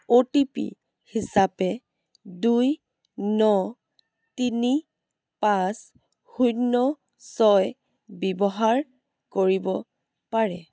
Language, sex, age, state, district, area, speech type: Assamese, female, 18-30, Assam, Charaideo, urban, read